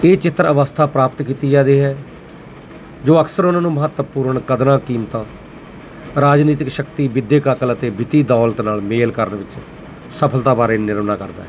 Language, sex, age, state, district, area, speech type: Punjabi, male, 45-60, Punjab, Mansa, urban, spontaneous